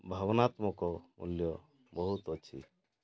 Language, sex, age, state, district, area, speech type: Odia, male, 60+, Odisha, Mayurbhanj, rural, spontaneous